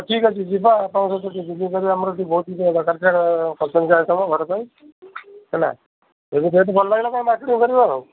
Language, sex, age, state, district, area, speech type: Odia, male, 60+, Odisha, Gajapati, rural, conversation